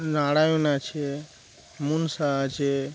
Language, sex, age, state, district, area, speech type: Bengali, male, 30-45, West Bengal, Darjeeling, urban, spontaneous